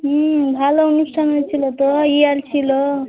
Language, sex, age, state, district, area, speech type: Bengali, female, 18-30, West Bengal, Murshidabad, rural, conversation